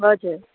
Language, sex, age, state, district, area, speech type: Nepali, female, 18-30, West Bengal, Kalimpong, rural, conversation